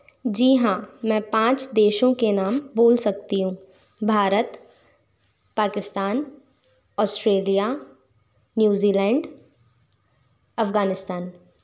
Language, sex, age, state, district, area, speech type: Hindi, female, 30-45, Madhya Pradesh, Bhopal, urban, spontaneous